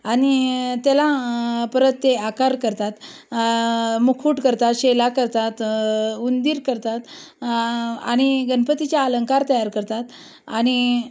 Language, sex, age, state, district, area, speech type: Marathi, female, 30-45, Maharashtra, Osmanabad, rural, spontaneous